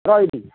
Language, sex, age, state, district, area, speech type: Odia, male, 60+, Odisha, Nayagarh, rural, conversation